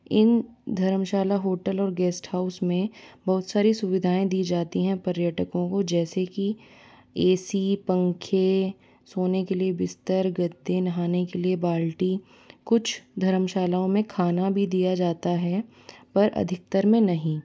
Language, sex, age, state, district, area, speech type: Hindi, female, 18-30, Rajasthan, Jaipur, urban, spontaneous